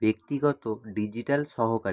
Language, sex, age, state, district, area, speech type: Bengali, male, 30-45, West Bengal, Nadia, rural, read